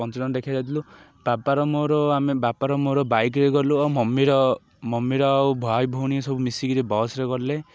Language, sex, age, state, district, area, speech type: Odia, male, 30-45, Odisha, Ganjam, urban, spontaneous